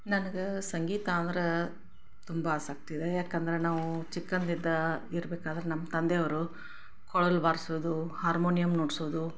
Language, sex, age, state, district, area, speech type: Kannada, female, 45-60, Karnataka, Chikkaballapur, rural, spontaneous